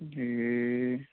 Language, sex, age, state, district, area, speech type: Nepali, male, 30-45, West Bengal, Jalpaiguri, urban, conversation